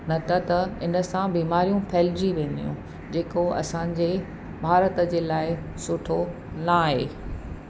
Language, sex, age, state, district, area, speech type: Sindhi, female, 45-60, Maharashtra, Mumbai Suburban, urban, spontaneous